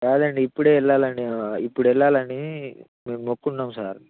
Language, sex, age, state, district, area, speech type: Telugu, male, 18-30, Telangana, Nalgonda, rural, conversation